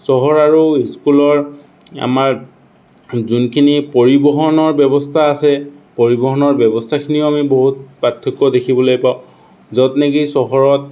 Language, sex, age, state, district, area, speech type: Assamese, male, 60+, Assam, Morigaon, rural, spontaneous